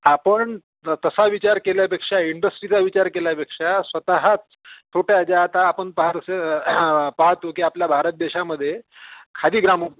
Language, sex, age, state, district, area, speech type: Marathi, male, 45-60, Maharashtra, Wardha, urban, conversation